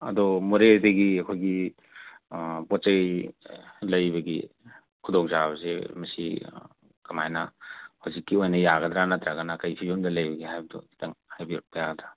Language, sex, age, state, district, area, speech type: Manipuri, male, 45-60, Manipur, Imphal West, urban, conversation